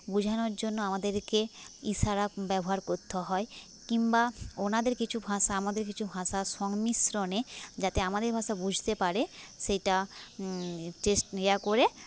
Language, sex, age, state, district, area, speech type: Bengali, female, 30-45, West Bengal, Paschim Medinipur, rural, spontaneous